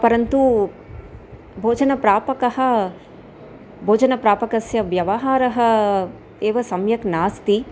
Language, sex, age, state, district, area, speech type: Sanskrit, female, 30-45, Andhra Pradesh, Chittoor, urban, spontaneous